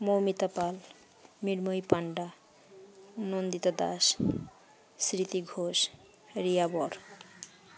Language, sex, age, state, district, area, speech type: Bengali, female, 30-45, West Bengal, Uttar Dinajpur, urban, spontaneous